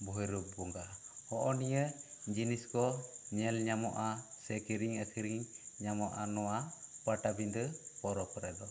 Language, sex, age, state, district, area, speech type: Santali, male, 30-45, West Bengal, Bankura, rural, spontaneous